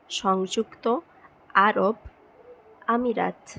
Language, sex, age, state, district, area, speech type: Bengali, female, 30-45, West Bengal, Purulia, rural, spontaneous